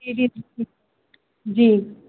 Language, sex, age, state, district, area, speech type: Urdu, female, 18-30, Delhi, North East Delhi, urban, conversation